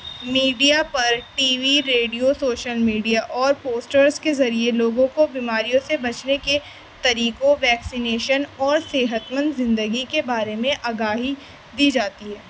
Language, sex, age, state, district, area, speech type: Urdu, female, 18-30, Delhi, East Delhi, urban, spontaneous